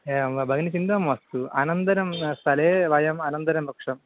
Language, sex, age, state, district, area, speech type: Sanskrit, male, 18-30, Kerala, Thiruvananthapuram, urban, conversation